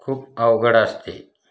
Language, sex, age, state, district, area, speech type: Marathi, male, 45-60, Maharashtra, Osmanabad, rural, spontaneous